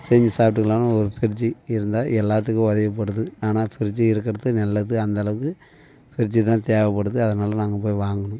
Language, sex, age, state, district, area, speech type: Tamil, male, 45-60, Tamil Nadu, Tiruvannamalai, rural, spontaneous